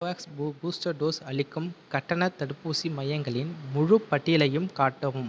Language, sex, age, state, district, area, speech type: Tamil, male, 30-45, Tamil Nadu, Viluppuram, urban, read